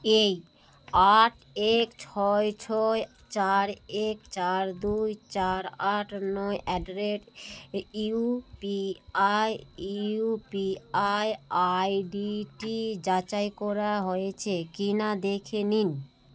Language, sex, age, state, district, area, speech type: Bengali, female, 30-45, West Bengal, Malda, urban, read